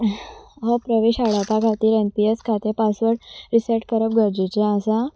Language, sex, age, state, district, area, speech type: Goan Konkani, female, 18-30, Goa, Sanguem, rural, spontaneous